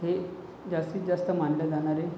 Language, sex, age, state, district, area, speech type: Marathi, male, 30-45, Maharashtra, Nagpur, urban, spontaneous